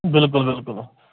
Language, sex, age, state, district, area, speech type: Kashmiri, male, 18-30, Jammu and Kashmir, Anantnag, rural, conversation